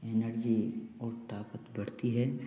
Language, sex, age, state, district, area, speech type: Hindi, male, 18-30, Rajasthan, Bharatpur, rural, spontaneous